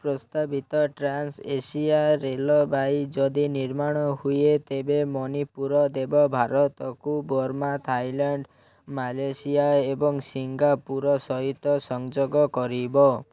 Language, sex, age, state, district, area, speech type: Odia, male, 18-30, Odisha, Malkangiri, urban, read